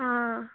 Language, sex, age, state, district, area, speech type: Goan Konkani, female, 18-30, Goa, Canacona, rural, conversation